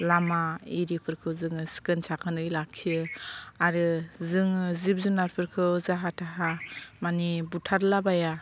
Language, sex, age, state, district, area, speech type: Bodo, female, 45-60, Assam, Kokrajhar, rural, spontaneous